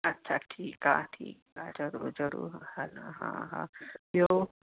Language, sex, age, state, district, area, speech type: Sindhi, female, 45-60, Maharashtra, Thane, urban, conversation